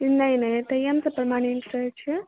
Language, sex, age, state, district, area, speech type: Maithili, female, 30-45, Bihar, Madhubani, rural, conversation